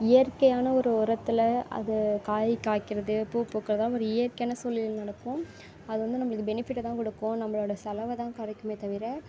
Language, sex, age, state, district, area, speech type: Tamil, female, 18-30, Tamil Nadu, Thanjavur, rural, spontaneous